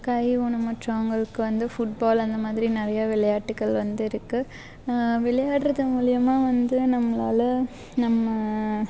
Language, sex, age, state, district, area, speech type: Tamil, female, 18-30, Tamil Nadu, Salem, urban, spontaneous